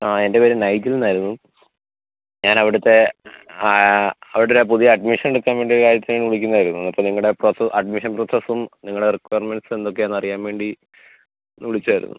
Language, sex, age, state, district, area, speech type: Malayalam, male, 30-45, Kerala, Pathanamthitta, rural, conversation